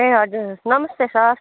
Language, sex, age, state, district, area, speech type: Nepali, female, 30-45, West Bengal, Kalimpong, rural, conversation